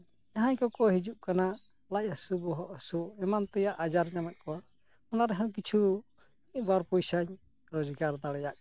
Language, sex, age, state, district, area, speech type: Santali, male, 60+, West Bengal, Purulia, rural, spontaneous